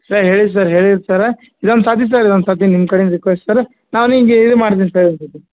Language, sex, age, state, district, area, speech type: Kannada, male, 30-45, Karnataka, Gulbarga, urban, conversation